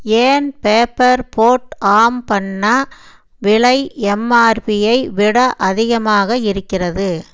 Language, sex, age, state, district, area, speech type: Tamil, female, 60+, Tamil Nadu, Erode, urban, read